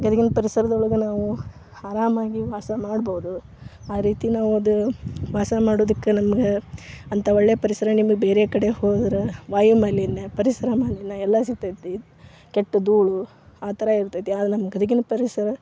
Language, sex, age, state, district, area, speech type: Kannada, female, 30-45, Karnataka, Gadag, rural, spontaneous